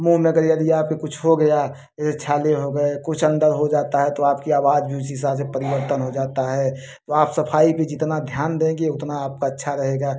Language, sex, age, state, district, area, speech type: Hindi, male, 30-45, Uttar Pradesh, Prayagraj, urban, spontaneous